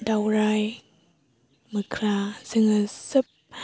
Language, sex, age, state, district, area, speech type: Bodo, female, 18-30, Assam, Baksa, rural, spontaneous